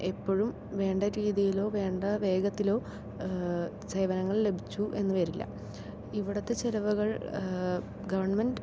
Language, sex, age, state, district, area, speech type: Malayalam, female, 18-30, Kerala, Palakkad, rural, spontaneous